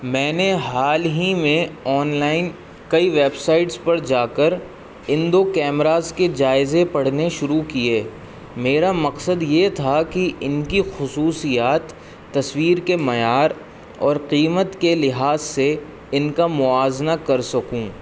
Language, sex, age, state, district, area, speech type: Urdu, male, 18-30, Uttar Pradesh, Rampur, urban, spontaneous